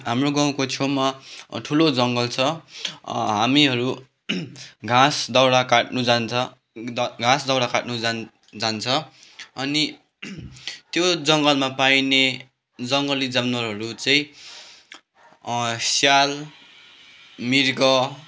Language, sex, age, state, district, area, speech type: Nepali, male, 18-30, West Bengal, Kalimpong, rural, spontaneous